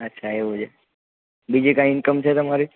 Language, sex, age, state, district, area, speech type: Gujarati, male, 18-30, Gujarat, Junagadh, urban, conversation